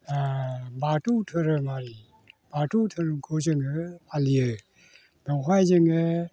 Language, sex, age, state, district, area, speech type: Bodo, male, 60+, Assam, Chirang, rural, spontaneous